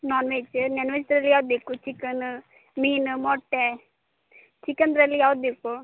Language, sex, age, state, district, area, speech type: Kannada, female, 30-45, Karnataka, Uttara Kannada, rural, conversation